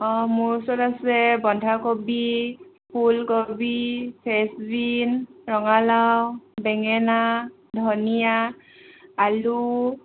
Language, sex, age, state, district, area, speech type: Assamese, female, 18-30, Assam, Tinsukia, urban, conversation